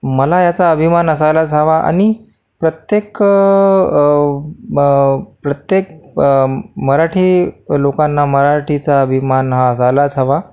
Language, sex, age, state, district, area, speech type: Marathi, male, 45-60, Maharashtra, Akola, urban, spontaneous